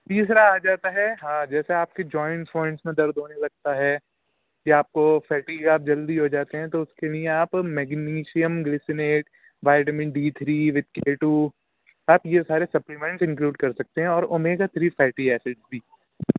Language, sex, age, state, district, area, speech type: Urdu, male, 18-30, Uttar Pradesh, Rampur, urban, conversation